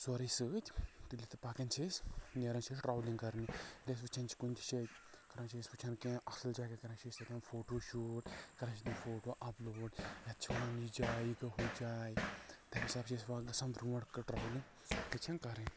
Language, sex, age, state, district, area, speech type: Kashmiri, male, 30-45, Jammu and Kashmir, Anantnag, rural, spontaneous